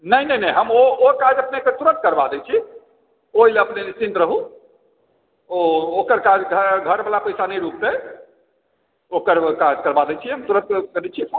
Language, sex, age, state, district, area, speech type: Maithili, male, 45-60, Bihar, Supaul, urban, conversation